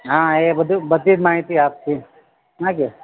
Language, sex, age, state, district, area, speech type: Gujarati, male, 45-60, Gujarat, Narmada, rural, conversation